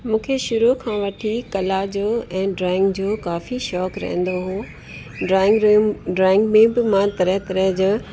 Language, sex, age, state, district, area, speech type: Sindhi, female, 60+, Uttar Pradesh, Lucknow, rural, spontaneous